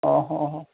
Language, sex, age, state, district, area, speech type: Odia, male, 45-60, Odisha, Gajapati, rural, conversation